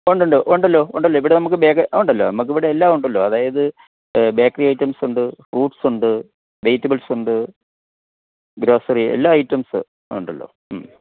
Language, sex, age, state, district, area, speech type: Malayalam, male, 60+, Kerala, Kottayam, urban, conversation